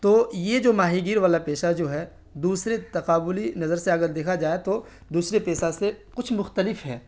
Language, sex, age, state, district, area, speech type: Urdu, male, 30-45, Bihar, Darbhanga, rural, spontaneous